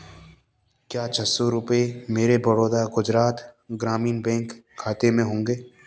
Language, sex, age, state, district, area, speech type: Hindi, male, 18-30, Rajasthan, Bharatpur, rural, read